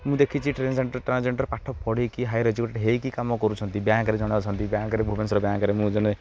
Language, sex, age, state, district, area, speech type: Odia, male, 18-30, Odisha, Jagatsinghpur, urban, spontaneous